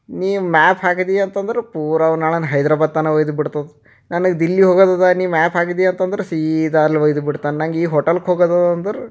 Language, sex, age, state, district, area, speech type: Kannada, male, 30-45, Karnataka, Bidar, urban, spontaneous